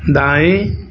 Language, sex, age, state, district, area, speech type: Hindi, male, 60+, Uttar Pradesh, Azamgarh, rural, read